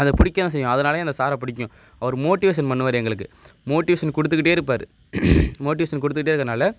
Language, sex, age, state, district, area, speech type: Tamil, male, 18-30, Tamil Nadu, Nagapattinam, rural, spontaneous